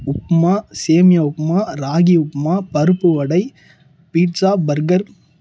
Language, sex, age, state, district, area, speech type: Tamil, male, 30-45, Tamil Nadu, Tiruvannamalai, rural, spontaneous